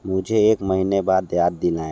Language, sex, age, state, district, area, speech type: Hindi, male, 45-60, Uttar Pradesh, Sonbhadra, rural, read